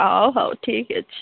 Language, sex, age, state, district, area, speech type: Odia, female, 45-60, Odisha, Sundergarh, rural, conversation